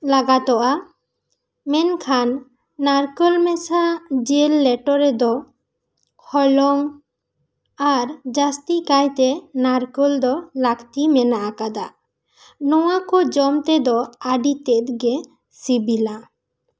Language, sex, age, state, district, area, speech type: Santali, female, 18-30, West Bengal, Bankura, rural, spontaneous